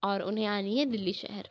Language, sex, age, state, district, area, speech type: Urdu, female, 60+, Uttar Pradesh, Gautam Buddha Nagar, rural, spontaneous